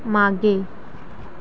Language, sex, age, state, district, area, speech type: Marathi, female, 18-30, Maharashtra, Sindhudurg, rural, read